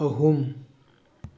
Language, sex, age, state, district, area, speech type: Manipuri, male, 45-60, Manipur, Tengnoupal, urban, read